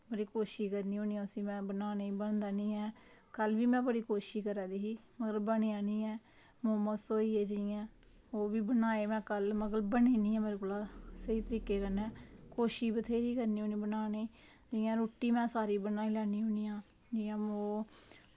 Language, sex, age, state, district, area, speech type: Dogri, female, 18-30, Jammu and Kashmir, Samba, rural, spontaneous